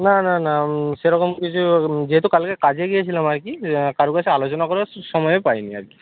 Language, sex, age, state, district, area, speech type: Bengali, male, 45-60, West Bengal, Purba Medinipur, rural, conversation